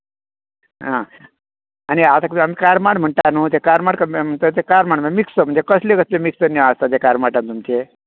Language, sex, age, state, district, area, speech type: Goan Konkani, male, 45-60, Goa, Bardez, rural, conversation